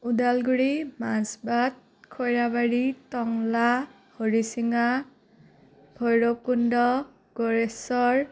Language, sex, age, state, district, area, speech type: Assamese, female, 18-30, Assam, Udalguri, rural, spontaneous